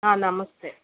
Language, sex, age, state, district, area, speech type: Telugu, female, 30-45, Andhra Pradesh, Palnadu, urban, conversation